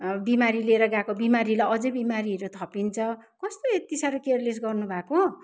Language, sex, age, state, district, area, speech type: Nepali, male, 60+, West Bengal, Kalimpong, rural, spontaneous